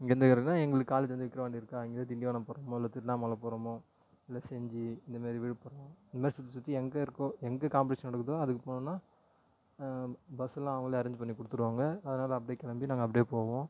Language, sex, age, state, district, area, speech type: Tamil, male, 18-30, Tamil Nadu, Tiruvannamalai, urban, spontaneous